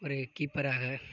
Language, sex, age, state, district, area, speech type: Tamil, male, 18-30, Tamil Nadu, Tiruvarur, urban, spontaneous